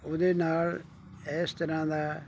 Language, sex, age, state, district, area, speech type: Punjabi, male, 60+, Punjab, Bathinda, rural, spontaneous